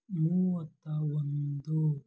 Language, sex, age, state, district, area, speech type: Kannada, male, 45-60, Karnataka, Kolar, rural, spontaneous